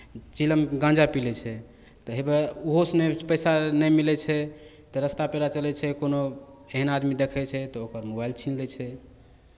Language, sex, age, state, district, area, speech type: Maithili, male, 45-60, Bihar, Madhepura, rural, spontaneous